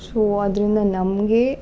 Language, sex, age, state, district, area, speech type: Kannada, female, 18-30, Karnataka, Uttara Kannada, rural, spontaneous